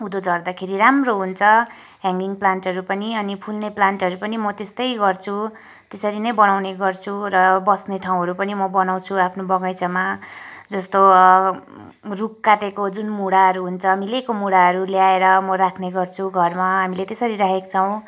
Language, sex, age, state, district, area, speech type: Nepali, female, 30-45, West Bengal, Kalimpong, rural, spontaneous